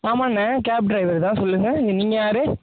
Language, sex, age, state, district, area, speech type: Tamil, male, 30-45, Tamil Nadu, Mayiladuthurai, rural, conversation